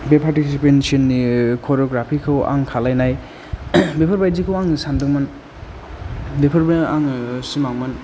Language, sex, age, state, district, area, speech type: Bodo, male, 30-45, Assam, Kokrajhar, rural, spontaneous